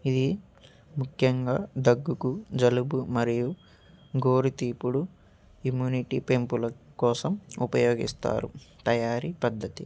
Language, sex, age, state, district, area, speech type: Telugu, male, 18-30, Andhra Pradesh, Annamaya, rural, spontaneous